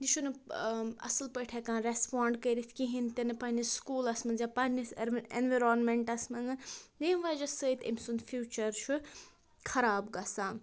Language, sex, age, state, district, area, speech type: Kashmiri, female, 30-45, Jammu and Kashmir, Budgam, rural, spontaneous